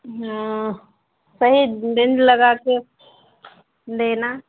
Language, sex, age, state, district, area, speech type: Hindi, female, 45-60, Uttar Pradesh, Ayodhya, rural, conversation